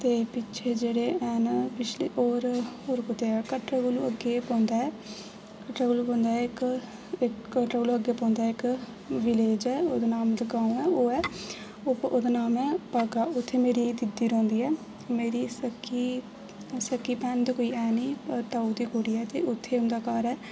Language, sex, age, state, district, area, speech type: Dogri, female, 18-30, Jammu and Kashmir, Jammu, rural, spontaneous